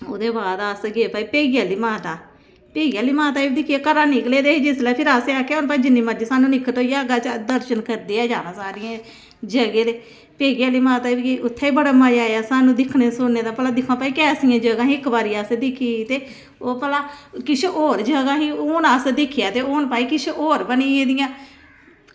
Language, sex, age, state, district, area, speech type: Dogri, female, 45-60, Jammu and Kashmir, Samba, rural, spontaneous